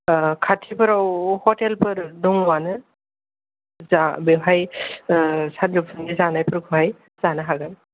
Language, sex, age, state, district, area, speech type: Bodo, male, 18-30, Assam, Kokrajhar, rural, conversation